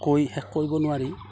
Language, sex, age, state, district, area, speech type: Assamese, male, 45-60, Assam, Udalguri, rural, spontaneous